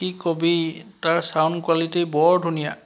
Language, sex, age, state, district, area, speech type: Assamese, male, 30-45, Assam, Charaideo, urban, spontaneous